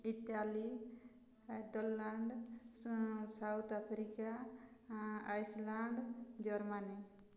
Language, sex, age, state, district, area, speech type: Odia, female, 30-45, Odisha, Mayurbhanj, rural, spontaneous